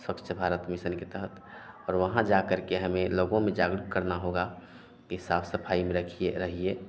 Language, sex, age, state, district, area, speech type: Hindi, male, 30-45, Bihar, Madhepura, rural, spontaneous